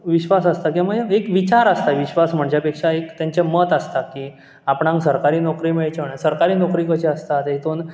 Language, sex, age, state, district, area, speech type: Goan Konkani, male, 18-30, Goa, Bardez, urban, spontaneous